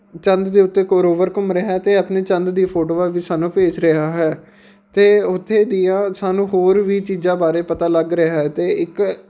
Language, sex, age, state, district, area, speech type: Punjabi, male, 18-30, Punjab, Patiala, urban, spontaneous